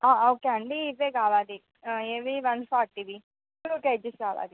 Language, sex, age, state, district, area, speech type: Telugu, female, 45-60, Andhra Pradesh, Visakhapatnam, urban, conversation